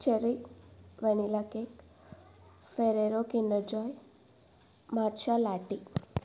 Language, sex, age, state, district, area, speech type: Telugu, female, 18-30, Telangana, Jangaon, urban, spontaneous